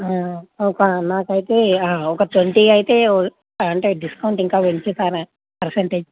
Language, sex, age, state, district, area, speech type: Telugu, male, 18-30, Telangana, Nalgonda, urban, conversation